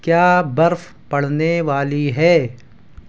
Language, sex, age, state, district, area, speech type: Urdu, male, 18-30, Delhi, South Delhi, rural, read